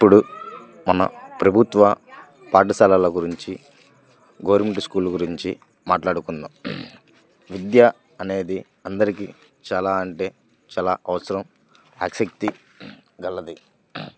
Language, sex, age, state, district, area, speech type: Telugu, male, 18-30, Andhra Pradesh, Bapatla, rural, spontaneous